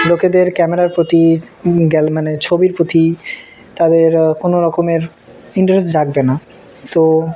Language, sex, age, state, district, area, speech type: Bengali, male, 18-30, West Bengal, Murshidabad, urban, spontaneous